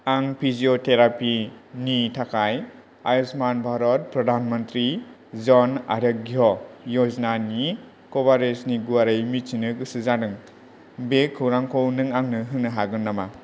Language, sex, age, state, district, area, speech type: Bodo, male, 18-30, Assam, Kokrajhar, rural, read